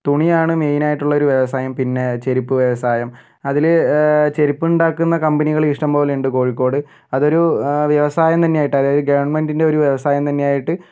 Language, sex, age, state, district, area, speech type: Malayalam, male, 60+, Kerala, Kozhikode, urban, spontaneous